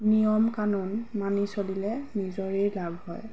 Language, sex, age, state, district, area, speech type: Assamese, female, 30-45, Assam, Golaghat, rural, spontaneous